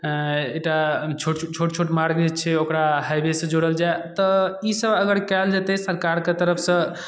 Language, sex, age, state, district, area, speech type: Maithili, male, 18-30, Bihar, Darbhanga, rural, spontaneous